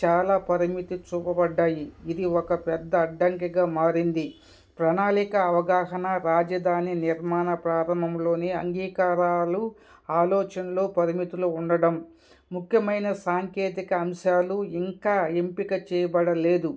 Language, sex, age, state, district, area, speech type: Telugu, male, 30-45, Andhra Pradesh, Kadapa, rural, spontaneous